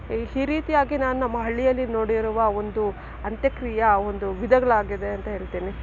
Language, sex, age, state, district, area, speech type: Kannada, female, 18-30, Karnataka, Chikkaballapur, rural, spontaneous